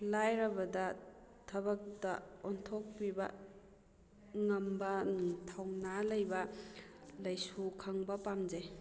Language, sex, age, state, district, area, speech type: Manipuri, female, 30-45, Manipur, Kakching, rural, spontaneous